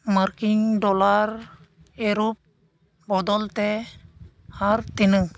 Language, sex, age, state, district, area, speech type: Santali, male, 18-30, West Bengal, Uttar Dinajpur, rural, read